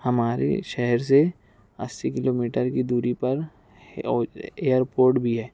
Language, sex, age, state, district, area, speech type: Urdu, male, 45-60, Maharashtra, Nashik, urban, spontaneous